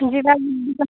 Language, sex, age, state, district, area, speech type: Odia, female, 18-30, Odisha, Nabarangpur, urban, conversation